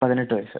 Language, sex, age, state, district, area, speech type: Malayalam, male, 18-30, Kerala, Wayanad, rural, conversation